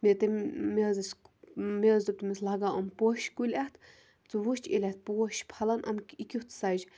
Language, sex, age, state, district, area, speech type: Kashmiri, female, 18-30, Jammu and Kashmir, Kupwara, rural, spontaneous